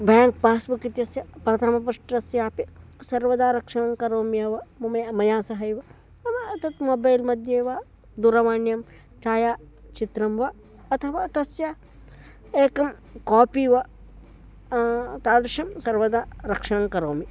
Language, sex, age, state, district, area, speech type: Sanskrit, male, 18-30, Karnataka, Uttara Kannada, rural, spontaneous